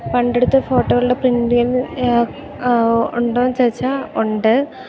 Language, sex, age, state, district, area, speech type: Malayalam, female, 18-30, Kerala, Idukki, rural, spontaneous